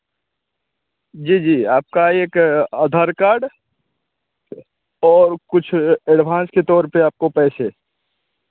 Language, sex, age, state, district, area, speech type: Hindi, male, 30-45, Bihar, Begusarai, rural, conversation